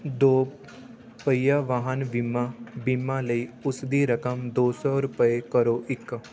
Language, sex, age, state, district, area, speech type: Punjabi, male, 18-30, Punjab, Fatehgarh Sahib, rural, read